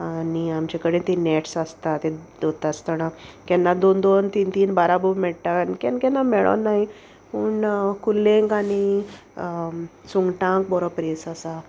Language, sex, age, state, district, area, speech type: Goan Konkani, female, 30-45, Goa, Salcete, rural, spontaneous